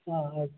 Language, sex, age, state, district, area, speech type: Kannada, male, 45-60, Karnataka, Belgaum, rural, conversation